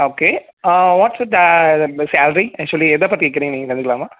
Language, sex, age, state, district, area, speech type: Tamil, male, 30-45, Tamil Nadu, Ariyalur, rural, conversation